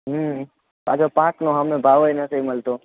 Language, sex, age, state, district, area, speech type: Gujarati, male, 18-30, Gujarat, Junagadh, urban, conversation